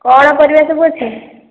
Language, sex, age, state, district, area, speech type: Odia, female, 30-45, Odisha, Khordha, rural, conversation